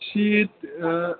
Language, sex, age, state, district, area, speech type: Kashmiri, male, 30-45, Jammu and Kashmir, Srinagar, urban, conversation